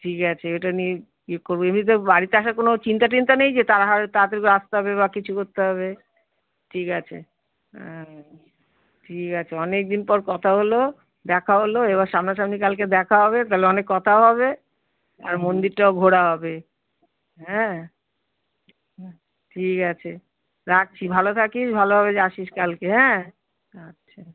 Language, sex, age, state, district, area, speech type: Bengali, female, 45-60, West Bengal, Kolkata, urban, conversation